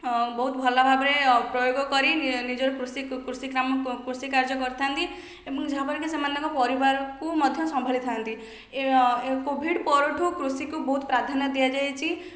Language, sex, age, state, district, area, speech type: Odia, female, 18-30, Odisha, Khordha, rural, spontaneous